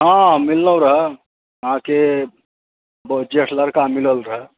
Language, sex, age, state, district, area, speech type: Maithili, male, 18-30, Bihar, Supaul, rural, conversation